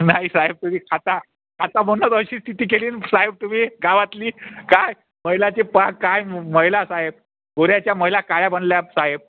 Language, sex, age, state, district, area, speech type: Marathi, male, 30-45, Maharashtra, Wardha, urban, conversation